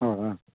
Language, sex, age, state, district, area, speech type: Kannada, male, 30-45, Karnataka, Bangalore Urban, urban, conversation